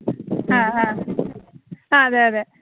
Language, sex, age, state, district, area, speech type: Malayalam, female, 18-30, Kerala, Alappuzha, rural, conversation